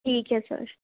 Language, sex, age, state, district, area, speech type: Hindi, female, 18-30, Rajasthan, Jodhpur, urban, conversation